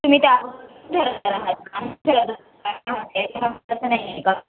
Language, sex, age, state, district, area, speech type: Marathi, female, 18-30, Maharashtra, Mumbai Suburban, urban, conversation